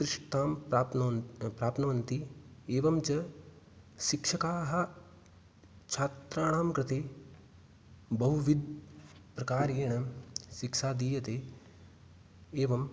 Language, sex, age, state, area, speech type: Sanskrit, male, 18-30, Rajasthan, rural, spontaneous